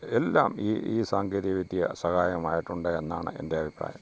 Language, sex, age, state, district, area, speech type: Malayalam, male, 60+, Kerala, Pathanamthitta, rural, spontaneous